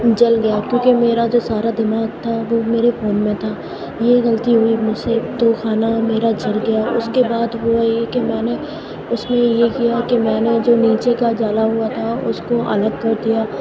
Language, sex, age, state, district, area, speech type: Urdu, female, 30-45, Uttar Pradesh, Aligarh, rural, spontaneous